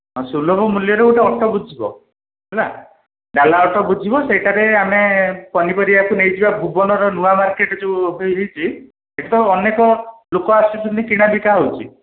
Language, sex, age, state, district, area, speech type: Odia, male, 60+, Odisha, Dhenkanal, rural, conversation